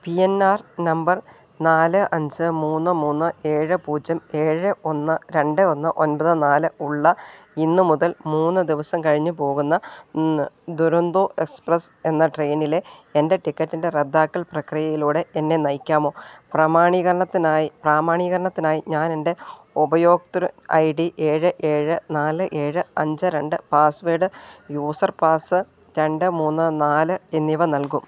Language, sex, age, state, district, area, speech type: Malayalam, female, 45-60, Kerala, Idukki, rural, read